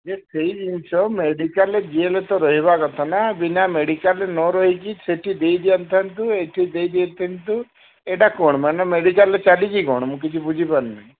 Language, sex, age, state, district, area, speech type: Odia, male, 30-45, Odisha, Sambalpur, rural, conversation